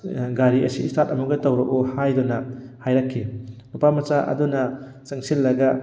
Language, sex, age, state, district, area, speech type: Manipuri, male, 18-30, Manipur, Thoubal, rural, spontaneous